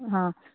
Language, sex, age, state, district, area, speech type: Goan Konkani, female, 30-45, Goa, Canacona, rural, conversation